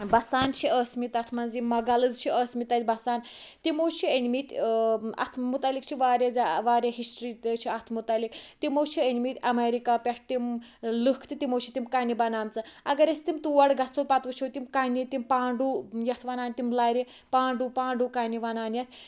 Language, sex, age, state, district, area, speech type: Kashmiri, female, 30-45, Jammu and Kashmir, Pulwama, rural, spontaneous